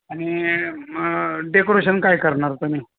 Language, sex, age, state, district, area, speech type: Marathi, male, 60+, Maharashtra, Osmanabad, rural, conversation